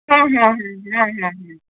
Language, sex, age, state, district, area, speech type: Bengali, female, 30-45, West Bengal, Howrah, urban, conversation